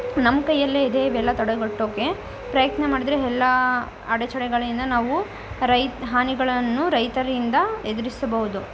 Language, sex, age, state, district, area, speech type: Kannada, female, 18-30, Karnataka, Tumkur, rural, spontaneous